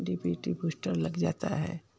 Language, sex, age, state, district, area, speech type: Hindi, female, 60+, Uttar Pradesh, Ghazipur, urban, spontaneous